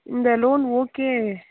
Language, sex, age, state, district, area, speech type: Tamil, female, 30-45, Tamil Nadu, Mayiladuthurai, rural, conversation